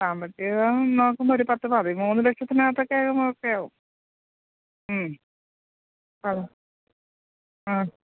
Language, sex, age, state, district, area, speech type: Malayalam, female, 45-60, Kerala, Thiruvananthapuram, urban, conversation